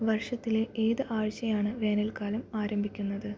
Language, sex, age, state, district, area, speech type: Malayalam, female, 18-30, Kerala, Palakkad, rural, read